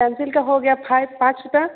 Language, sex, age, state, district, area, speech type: Hindi, female, 18-30, Bihar, Muzaffarpur, urban, conversation